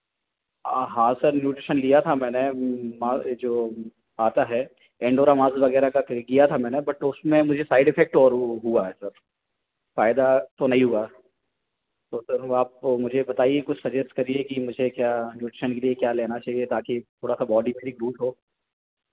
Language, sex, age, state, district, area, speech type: Hindi, male, 30-45, Madhya Pradesh, Hoshangabad, rural, conversation